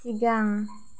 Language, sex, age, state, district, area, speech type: Bodo, female, 18-30, Assam, Chirang, rural, read